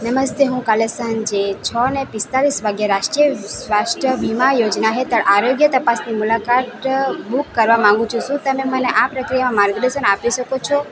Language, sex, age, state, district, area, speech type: Gujarati, female, 18-30, Gujarat, Valsad, rural, read